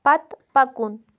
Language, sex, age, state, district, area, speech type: Kashmiri, female, 18-30, Jammu and Kashmir, Baramulla, rural, read